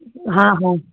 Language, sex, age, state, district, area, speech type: Sindhi, female, 30-45, Gujarat, Surat, urban, conversation